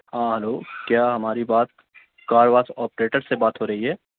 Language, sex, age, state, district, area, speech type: Urdu, male, 18-30, Bihar, Gaya, urban, conversation